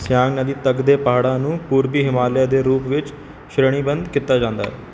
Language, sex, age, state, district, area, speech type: Punjabi, male, 18-30, Punjab, Kapurthala, urban, read